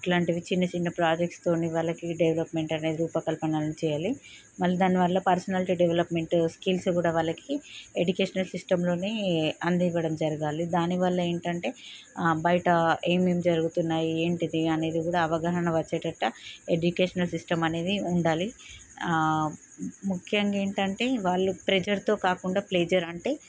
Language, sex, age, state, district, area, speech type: Telugu, female, 30-45, Telangana, Peddapalli, rural, spontaneous